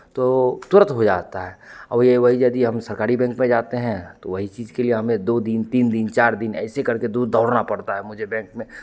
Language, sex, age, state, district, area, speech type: Hindi, male, 30-45, Bihar, Madhepura, rural, spontaneous